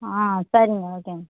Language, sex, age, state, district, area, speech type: Tamil, female, 60+, Tamil Nadu, Viluppuram, rural, conversation